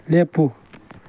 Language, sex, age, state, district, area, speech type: Manipuri, male, 18-30, Manipur, Tengnoupal, rural, read